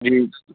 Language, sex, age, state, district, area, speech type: Sindhi, male, 18-30, Maharashtra, Thane, urban, conversation